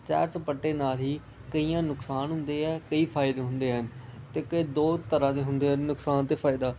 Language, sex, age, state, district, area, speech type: Punjabi, male, 18-30, Punjab, Pathankot, rural, spontaneous